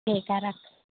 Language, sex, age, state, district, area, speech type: Maithili, female, 18-30, Bihar, Samastipur, rural, conversation